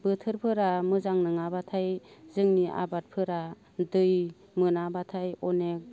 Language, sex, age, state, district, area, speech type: Bodo, female, 18-30, Assam, Baksa, rural, spontaneous